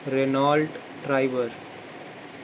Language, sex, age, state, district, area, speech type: Urdu, male, 30-45, Bihar, Gaya, urban, spontaneous